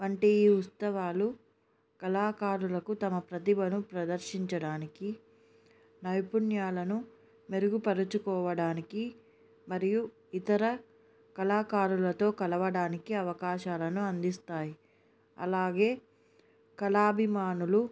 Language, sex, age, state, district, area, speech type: Telugu, female, 18-30, Andhra Pradesh, Sri Satya Sai, urban, spontaneous